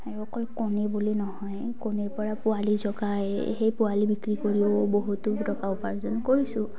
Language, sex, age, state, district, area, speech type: Assamese, female, 18-30, Assam, Udalguri, urban, spontaneous